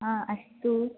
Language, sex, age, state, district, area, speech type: Sanskrit, female, 18-30, Kerala, Thrissur, urban, conversation